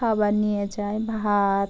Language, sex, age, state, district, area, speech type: Bengali, female, 30-45, West Bengal, Dakshin Dinajpur, urban, spontaneous